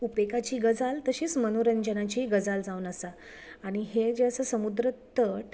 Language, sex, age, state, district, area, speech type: Goan Konkani, female, 30-45, Goa, Canacona, rural, spontaneous